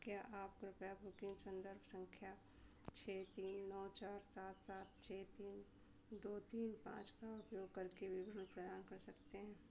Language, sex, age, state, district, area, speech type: Hindi, female, 60+, Uttar Pradesh, Hardoi, rural, read